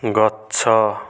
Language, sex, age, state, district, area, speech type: Odia, male, 18-30, Odisha, Nayagarh, rural, read